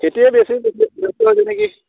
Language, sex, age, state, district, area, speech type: Assamese, male, 18-30, Assam, Majuli, urban, conversation